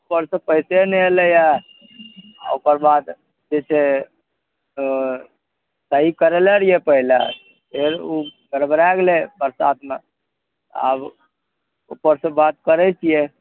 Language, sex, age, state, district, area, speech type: Maithili, male, 60+, Bihar, Araria, urban, conversation